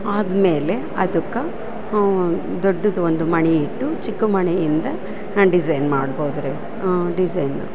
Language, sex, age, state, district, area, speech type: Kannada, female, 45-60, Karnataka, Bellary, urban, spontaneous